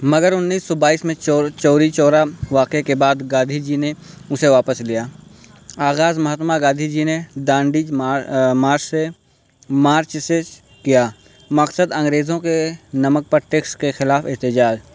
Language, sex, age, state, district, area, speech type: Urdu, male, 18-30, Uttar Pradesh, Balrampur, rural, spontaneous